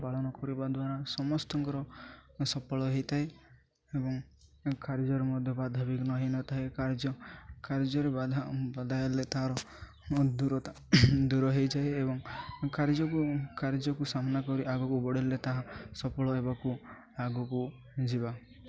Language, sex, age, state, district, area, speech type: Odia, male, 18-30, Odisha, Nabarangpur, urban, spontaneous